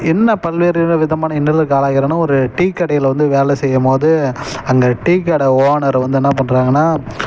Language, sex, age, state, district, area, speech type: Tamil, male, 30-45, Tamil Nadu, Kallakurichi, rural, spontaneous